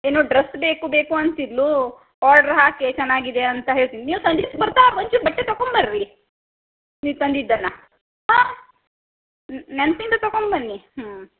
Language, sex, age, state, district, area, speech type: Kannada, female, 60+, Karnataka, Shimoga, rural, conversation